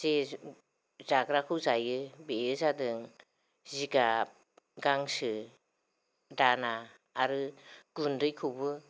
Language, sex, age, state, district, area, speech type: Bodo, female, 45-60, Assam, Kokrajhar, rural, spontaneous